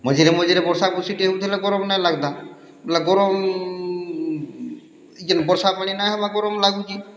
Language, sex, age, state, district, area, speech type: Odia, male, 60+, Odisha, Boudh, rural, spontaneous